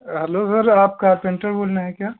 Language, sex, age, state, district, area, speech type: Hindi, male, 18-30, Bihar, Darbhanga, urban, conversation